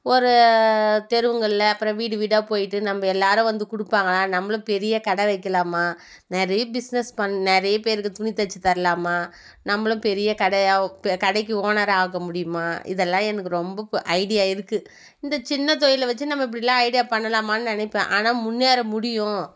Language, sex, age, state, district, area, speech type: Tamil, female, 30-45, Tamil Nadu, Viluppuram, rural, spontaneous